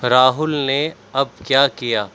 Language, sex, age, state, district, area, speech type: Urdu, male, 18-30, Delhi, South Delhi, urban, read